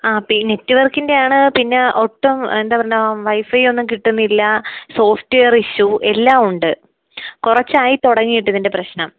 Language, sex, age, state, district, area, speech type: Malayalam, female, 18-30, Kerala, Kozhikode, rural, conversation